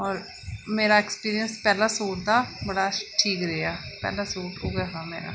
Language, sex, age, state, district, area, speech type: Dogri, female, 30-45, Jammu and Kashmir, Reasi, rural, spontaneous